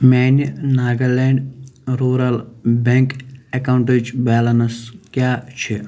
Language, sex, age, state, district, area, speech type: Kashmiri, male, 30-45, Jammu and Kashmir, Shopian, urban, read